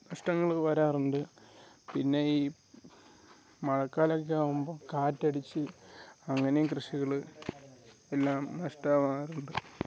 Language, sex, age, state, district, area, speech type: Malayalam, male, 18-30, Kerala, Wayanad, rural, spontaneous